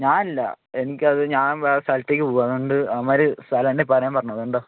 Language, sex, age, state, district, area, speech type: Malayalam, male, 18-30, Kerala, Wayanad, rural, conversation